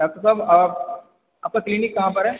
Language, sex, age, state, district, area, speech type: Hindi, male, 30-45, Madhya Pradesh, Hoshangabad, rural, conversation